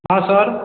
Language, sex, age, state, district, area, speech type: Maithili, male, 18-30, Bihar, Darbhanga, rural, conversation